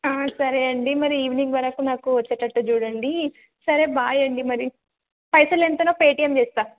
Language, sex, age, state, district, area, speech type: Telugu, female, 18-30, Telangana, Siddipet, urban, conversation